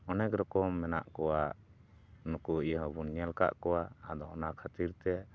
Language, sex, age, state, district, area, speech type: Santali, male, 45-60, West Bengal, Dakshin Dinajpur, rural, spontaneous